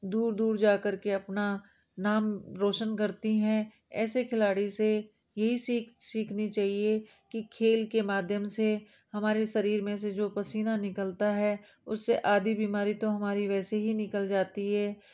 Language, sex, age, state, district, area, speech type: Hindi, female, 30-45, Rajasthan, Jaipur, urban, spontaneous